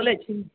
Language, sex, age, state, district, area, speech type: Maithili, female, 30-45, Bihar, Samastipur, rural, conversation